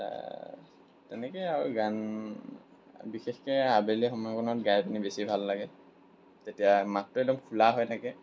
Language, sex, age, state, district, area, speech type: Assamese, male, 18-30, Assam, Lakhimpur, rural, spontaneous